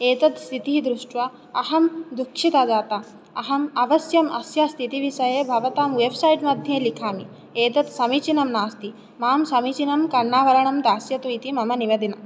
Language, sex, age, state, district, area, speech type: Sanskrit, female, 18-30, Odisha, Jajpur, rural, spontaneous